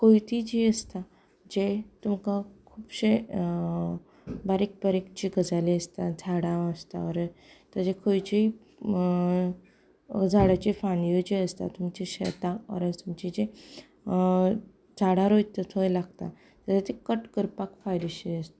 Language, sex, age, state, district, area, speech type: Goan Konkani, female, 18-30, Goa, Canacona, rural, spontaneous